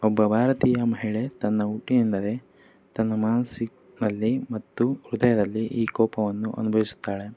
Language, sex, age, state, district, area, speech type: Kannada, male, 18-30, Karnataka, Davanagere, urban, spontaneous